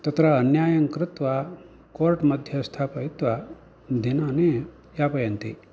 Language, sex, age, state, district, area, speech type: Sanskrit, male, 60+, Karnataka, Uttara Kannada, rural, spontaneous